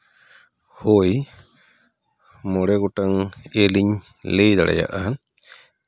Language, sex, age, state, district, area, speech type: Santali, male, 30-45, West Bengal, Paschim Bardhaman, urban, spontaneous